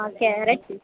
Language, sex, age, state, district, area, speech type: Tamil, female, 18-30, Tamil Nadu, Dharmapuri, urban, conversation